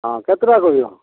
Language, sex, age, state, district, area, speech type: Odia, male, 60+, Odisha, Gajapati, rural, conversation